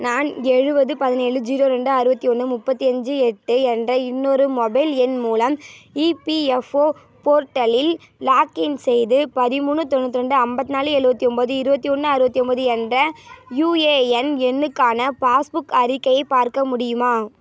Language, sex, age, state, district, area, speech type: Tamil, female, 18-30, Tamil Nadu, Ariyalur, rural, read